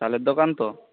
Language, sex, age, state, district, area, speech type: Bengali, male, 18-30, West Bengal, Jhargram, rural, conversation